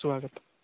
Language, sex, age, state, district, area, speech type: Sanskrit, male, 18-30, Odisha, Puri, rural, conversation